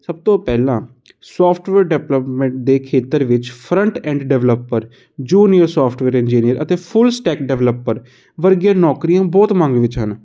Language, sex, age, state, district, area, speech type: Punjabi, male, 18-30, Punjab, Kapurthala, urban, spontaneous